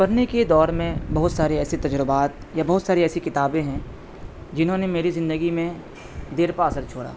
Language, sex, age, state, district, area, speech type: Urdu, male, 18-30, Delhi, North West Delhi, urban, spontaneous